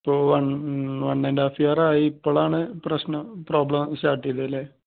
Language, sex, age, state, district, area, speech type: Malayalam, male, 30-45, Kerala, Malappuram, rural, conversation